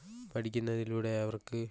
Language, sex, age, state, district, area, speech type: Malayalam, male, 18-30, Kerala, Kozhikode, rural, spontaneous